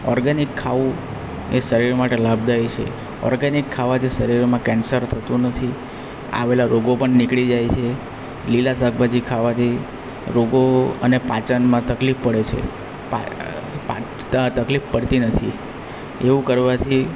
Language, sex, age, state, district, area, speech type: Gujarati, male, 18-30, Gujarat, Valsad, rural, spontaneous